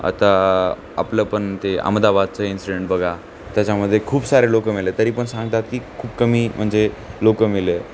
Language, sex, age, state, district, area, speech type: Marathi, male, 18-30, Maharashtra, Nanded, urban, spontaneous